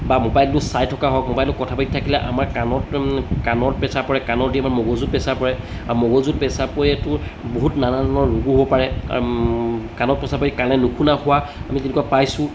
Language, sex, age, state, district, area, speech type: Assamese, male, 30-45, Assam, Jorhat, urban, spontaneous